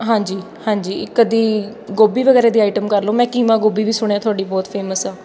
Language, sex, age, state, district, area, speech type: Punjabi, female, 18-30, Punjab, Patiala, urban, spontaneous